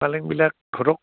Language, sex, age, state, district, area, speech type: Assamese, male, 60+, Assam, Udalguri, urban, conversation